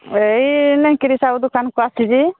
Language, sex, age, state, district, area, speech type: Odia, female, 60+, Odisha, Angul, rural, conversation